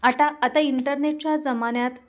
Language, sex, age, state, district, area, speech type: Marathi, female, 30-45, Maharashtra, Kolhapur, urban, spontaneous